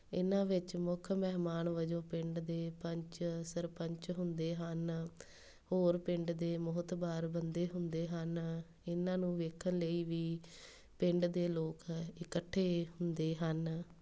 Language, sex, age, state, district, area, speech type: Punjabi, female, 18-30, Punjab, Tarn Taran, rural, spontaneous